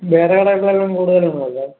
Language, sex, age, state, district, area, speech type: Malayalam, male, 30-45, Kerala, Palakkad, rural, conversation